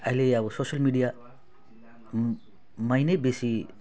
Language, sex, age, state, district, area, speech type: Nepali, male, 30-45, West Bengal, Alipurduar, urban, spontaneous